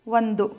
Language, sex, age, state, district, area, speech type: Kannada, female, 60+, Karnataka, Bangalore Urban, urban, read